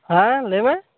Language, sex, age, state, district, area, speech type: Santali, male, 18-30, West Bengal, Birbhum, rural, conversation